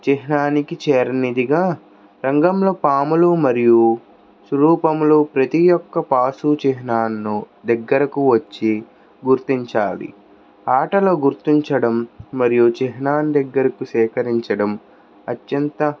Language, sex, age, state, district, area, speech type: Telugu, male, 60+, Andhra Pradesh, Krishna, urban, spontaneous